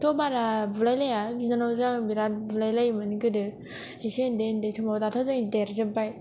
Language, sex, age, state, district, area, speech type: Bodo, female, 18-30, Assam, Kokrajhar, rural, spontaneous